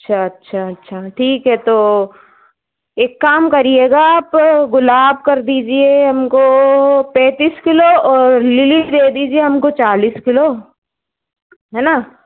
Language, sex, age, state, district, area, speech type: Hindi, female, 45-60, Madhya Pradesh, Bhopal, urban, conversation